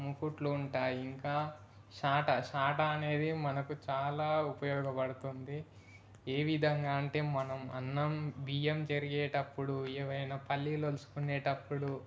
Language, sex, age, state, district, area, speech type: Telugu, male, 18-30, Telangana, Sangareddy, urban, spontaneous